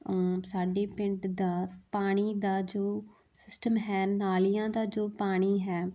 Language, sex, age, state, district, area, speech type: Punjabi, female, 30-45, Punjab, Muktsar, rural, spontaneous